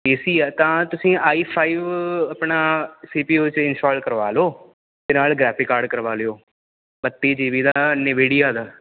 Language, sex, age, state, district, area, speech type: Punjabi, male, 18-30, Punjab, Ludhiana, urban, conversation